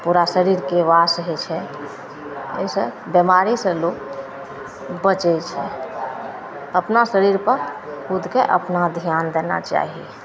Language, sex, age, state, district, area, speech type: Maithili, female, 45-60, Bihar, Madhepura, rural, spontaneous